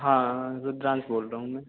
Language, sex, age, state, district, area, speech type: Hindi, male, 18-30, Madhya Pradesh, Hoshangabad, urban, conversation